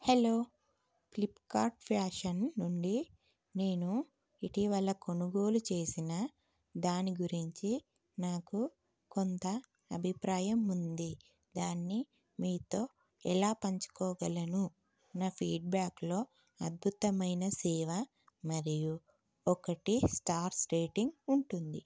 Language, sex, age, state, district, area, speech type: Telugu, female, 30-45, Telangana, Karimnagar, urban, read